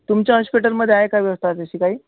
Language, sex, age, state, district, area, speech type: Marathi, male, 60+, Maharashtra, Akola, rural, conversation